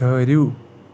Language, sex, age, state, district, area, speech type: Kashmiri, male, 30-45, Jammu and Kashmir, Srinagar, urban, read